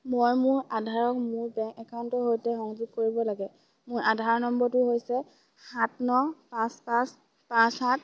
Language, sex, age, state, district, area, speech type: Assamese, female, 18-30, Assam, Sivasagar, rural, read